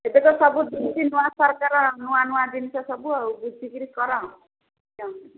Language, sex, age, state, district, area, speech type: Odia, female, 45-60, Odisha, Gajapati, rural, conversation